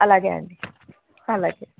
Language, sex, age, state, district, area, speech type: Telugu, female, 30-45, Andhra Pradesh, Guntur, urban, conversation